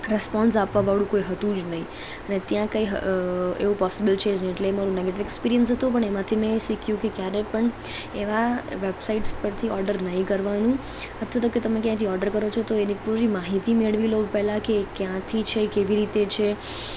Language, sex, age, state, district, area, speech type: Gujarati, female, 30-45, Gujarat, Morbi, rural, spontaneous